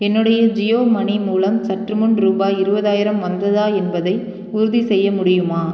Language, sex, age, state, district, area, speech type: Tamil, female, 30-45, Tamil Nadu, Cuddalore, rural, read